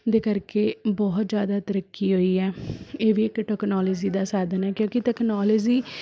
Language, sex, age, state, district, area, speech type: Punjabi, female, 18-30, Punjab, Shaheed Bhagat Singh Nagar, rural, spontaneous